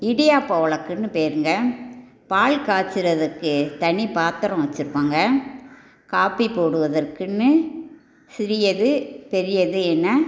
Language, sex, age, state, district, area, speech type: Tamil, female, 60+, Tamil Nadu, Tiruchirappalli, urban, spontaneous